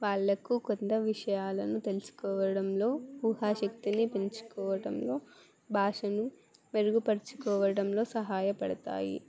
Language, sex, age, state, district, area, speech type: Telugu, female, 18-30, Telangana, Jangaon, urban, spontaneous